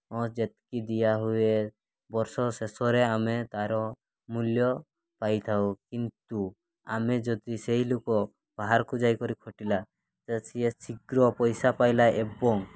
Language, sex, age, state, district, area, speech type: Odia, male, 18-30, Odisha, Mayurbhanj, rural, spontaneous